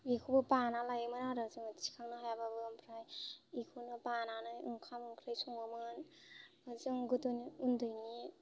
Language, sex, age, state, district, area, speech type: Bodo, female, 18-30, Assam, Baksa, rural, spontaneous